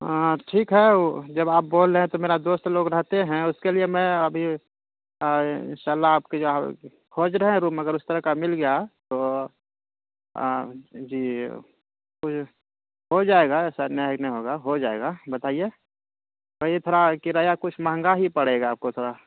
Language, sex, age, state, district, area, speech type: Urdu, male, 30-45, Bihar, Purnia, rural, conversation